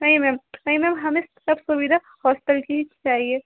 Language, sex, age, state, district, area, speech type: Hindi, female, 18-30, Madhya Pradesh, Narsinghpur, rural, conversation